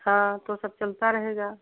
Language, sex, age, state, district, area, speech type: Hindi, female, 60+, Uttar Pradesh, Sitapur, rural, conversation